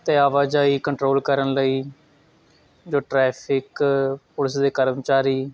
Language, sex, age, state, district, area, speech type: Punjabi, male, 18-30, Punjab, Shaheed Bhagat Singh Nagar, rural, spontaneous